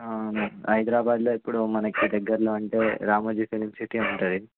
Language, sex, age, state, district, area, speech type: Telugu, male, 18-30, Telangana, Ranga Reddy, urban, conversation